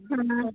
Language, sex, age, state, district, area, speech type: Odia, female, 18-30, Odisha, Nabarangpur, urban, conversation